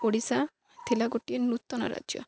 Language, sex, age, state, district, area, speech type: Odia, female, 18-30, Odisha, Jagatsinghpur, rural, spontaneous